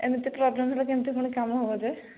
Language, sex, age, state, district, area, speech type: Odia, female, 45-60, Odisha, Angul, rural, conversation